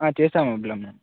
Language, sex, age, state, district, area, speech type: Telugu, male, 18-30, Telangana, Nagarkurnool, urban, conversation